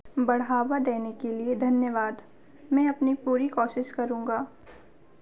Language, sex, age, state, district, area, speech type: Hindi, female, 18-30, Madhya Pradesh, Chhindwara, urban, read